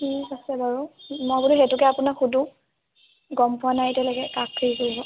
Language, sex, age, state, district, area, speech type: Assamese, female, 18-30, Assam, Sivasagar, rural, conversation